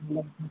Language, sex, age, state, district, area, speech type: Sindhi, female, 45-60, Gujarat, Junagadh, rural, conversation